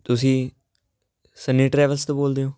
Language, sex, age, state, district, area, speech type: Punjabi, male, 18-30, Punjab, Patiala, urban, spontaneous